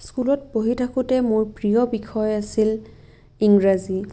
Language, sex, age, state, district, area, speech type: Assamese, female, 18-30, Assam, Biswanath, rural, spontaneous